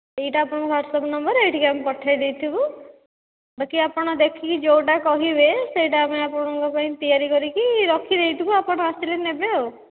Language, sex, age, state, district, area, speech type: Odia, female, 18-30, Odisha, Dhenkanal, rural, conversation